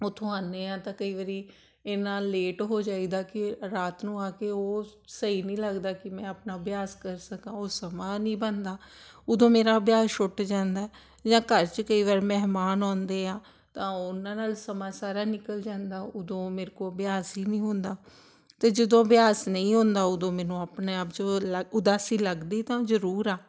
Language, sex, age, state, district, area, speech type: Punjabi, female, 30-45, Punjab, Tarn Taran, urban, spontaneous